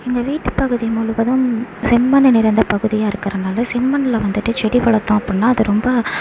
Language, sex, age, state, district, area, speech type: Tamil, female, 18-30, Tamil Nadu, Sivaganga, rural, spontaneous